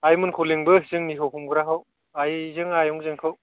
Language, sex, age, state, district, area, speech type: Bodo, male, 30-45, Assam, Kokrajhar, rural, conversation